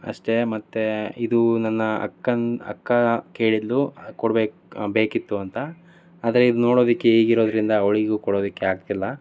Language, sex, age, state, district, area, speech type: Kannada, male, 18-30, Karnataka, Davanagere, rural, spontaneous